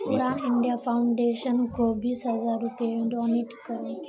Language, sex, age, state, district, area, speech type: Urdu, female, 18-30, Bihar, Khagaria, rural, read